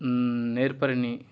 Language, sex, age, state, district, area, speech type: Telugu, male, 18-30, Telangana, Ranga Reddy, urban, spontaneous